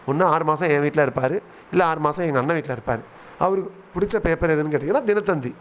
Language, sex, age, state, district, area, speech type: Tamil, male, 45-60, Tamil Nadu, Thanjavur, rural, spontaneous